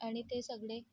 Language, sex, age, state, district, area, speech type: Marathi, female, 18-30, Maharashtra, Nagpur, urban, spontaneous